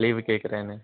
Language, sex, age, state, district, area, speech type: Tamil, male, 18-30, Tamil Nadu, Nilgiris, urban, conversation